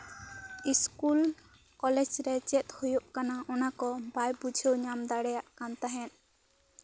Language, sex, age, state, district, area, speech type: Santali, female, 18-30, West Bengal, Bankura, rural, spontaneous